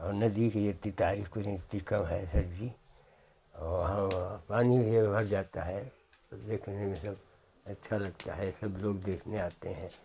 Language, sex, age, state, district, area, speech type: Hindi, male, 60+, Uttar Pradesh, Hardoi, rural, spontaneous